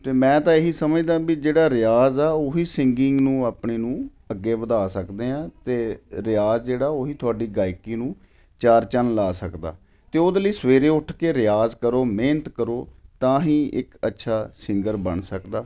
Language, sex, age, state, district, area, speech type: Punjabi, male, 45-60, Punjab, Ludhiana, urban, spontaneous